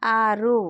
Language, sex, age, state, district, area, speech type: Kannada, female, 30-45, Karnataka, Bidar, urban, read